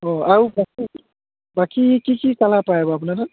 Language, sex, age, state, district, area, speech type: Assamese, male, 18-30, Assam, Charaideo, rural, conversation